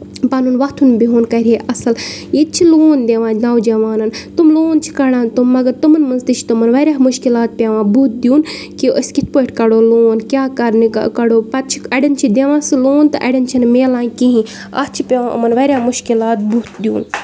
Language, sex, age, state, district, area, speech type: Kashmiri, female, 30-45, Jammu and Kashmir, Bandipora, rural, spontaneous